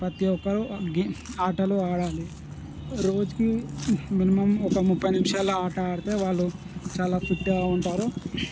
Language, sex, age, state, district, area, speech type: Telugu, male, 18-30, Telangana, Ranga Reddy, rural, spontaneous